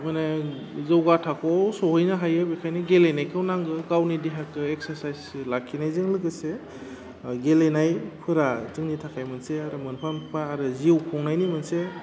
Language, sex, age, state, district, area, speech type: Bodo, male, 18-30, Assam, Udalguri, urban, spontaneous